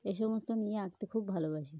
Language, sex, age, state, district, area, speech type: Bengali, female, 30-45, West Bengal, Cooch Behar, urban, spontaneous